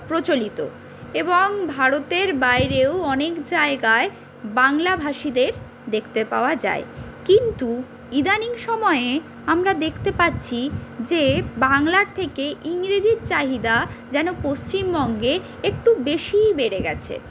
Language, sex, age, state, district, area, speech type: Bengali, female, 45-60, West Bengal, Purulia, urban, spontaneous